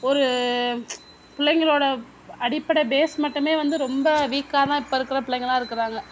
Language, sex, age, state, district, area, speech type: Tamil, female, 45-60, Tamil Nadu, Sivaganga, rural, spontaneous